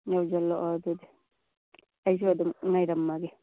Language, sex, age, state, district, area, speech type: Manipuri, female, 45-60, Manipur, Churachandpur, urban, conversation